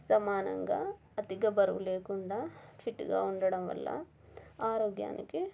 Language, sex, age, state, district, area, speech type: Telugu, female, 30-45, Telangana, Warangal, rural, spontaneous